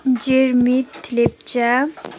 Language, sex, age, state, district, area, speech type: Nepali, female, 18-30, West Bengal, Kalimpong, rural, spontaneous